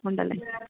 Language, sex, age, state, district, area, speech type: Malayalam, female, 18-30, Kerala, Pathanamthitta, rural, conversation